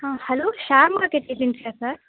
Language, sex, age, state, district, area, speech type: Tamil, female, 18-30, Tamil Nadu, Pudukkottai, rural, conversation